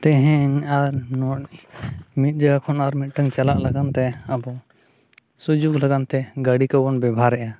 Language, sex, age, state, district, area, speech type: Santali, male, 30-45, Jharkhand, East Singhbhum, rural, spontaneous